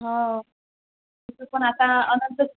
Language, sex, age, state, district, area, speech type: Marathi, female, 30-45, Maharashtra, Nagpur, rural, conversation